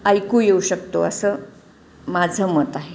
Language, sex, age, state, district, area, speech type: Marathi, female, 45-60, Maharashtra, Pune, urban, spontaneous